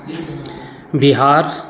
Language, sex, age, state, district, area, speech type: Maithili, male, 45-60, Bihar, Madhubani, rural, spontaneous